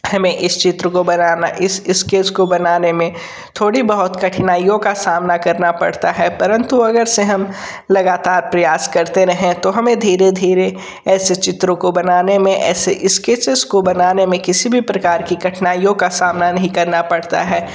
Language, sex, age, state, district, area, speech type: Hindi, male, 30-45, Uttar Pradesh, Sonbhadra, rural, spontaneous